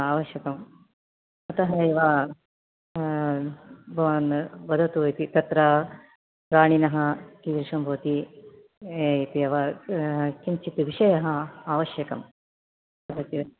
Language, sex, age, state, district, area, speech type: Sanskrit, female, 60+, Karnataka, Mysore, urban, conversation